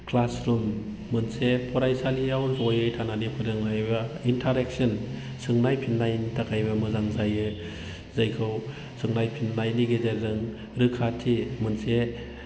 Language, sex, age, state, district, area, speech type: Bodo, male, 30-45, Assam, Udalguri, rural, spontaneous